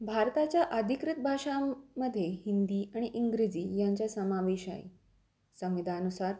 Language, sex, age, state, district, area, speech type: Marathi, female, 18-30, Maharashtra, Pune, urban, spontaneous